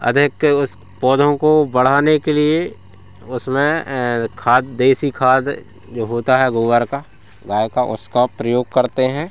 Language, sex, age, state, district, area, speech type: Hindi, male, 30-45, Madhya Pradesh, Hoshangabad, rural, spontaneous